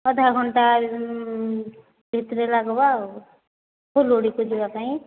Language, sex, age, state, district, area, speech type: Odia, female, 45-60, Odisha, Angul, rural, conversation